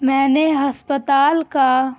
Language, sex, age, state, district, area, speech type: Urdu, female, 18-30, Bihar, Gaya, urban, spontaneous